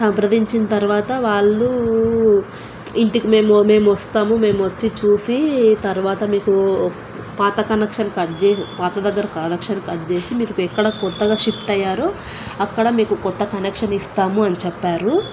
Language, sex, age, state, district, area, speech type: Telugu, female, 18-30, Telangana, Nalgonda, urban, spontaneous